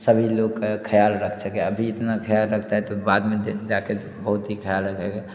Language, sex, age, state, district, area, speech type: Hindi, male, 30-45, Bihar, Darbhanga, rural, spontaneous